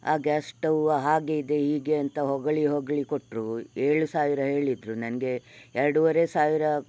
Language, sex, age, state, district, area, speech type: Kannada, female, 60+, Karnataka, Udupi, rural, spontaneous